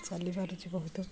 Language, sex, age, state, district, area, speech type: Odia, female, 45-60, Odisha, Puri, urban, spontaneous